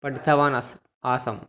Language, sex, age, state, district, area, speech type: Sanskrit, male, 30-45, Telangana, Ranga Reddy, urban, spontaneous